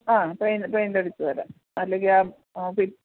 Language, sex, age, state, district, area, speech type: Malayalam, female, 45-60, Kerala, Pathanamthitta, rural, conversation